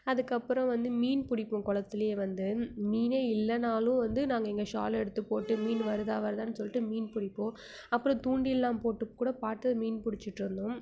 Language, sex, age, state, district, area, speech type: Tamil, female, 30-45, Tamil Nadu, Mayiladuthurai, rural, spontaneous